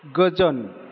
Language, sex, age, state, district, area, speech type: Bodo, male, 60+, Assam, Chirang, urban, read